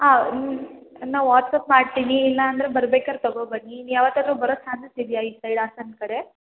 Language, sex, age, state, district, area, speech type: Kannada, female, 18-30, Karnataka, Hassan, urban, conversation